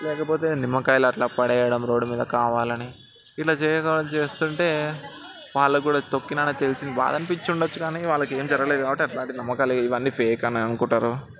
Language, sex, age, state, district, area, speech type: Telugu, male, 18-30, Telangana, Ranga Reddy, urban, spontaneous